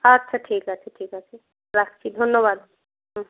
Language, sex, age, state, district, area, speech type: Bengali, female, 18-30, West Bengal, Purba Medinipur, rural, conversation